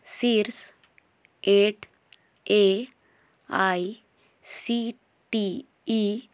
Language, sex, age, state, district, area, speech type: Hindi, female, 30-45, Madhya Pradesh, Balaghat, rural, read